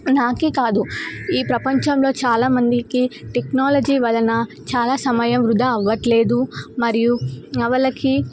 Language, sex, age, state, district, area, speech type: Telugu, female, 18-30, Telangana, Nizamabad, urban, spontaneous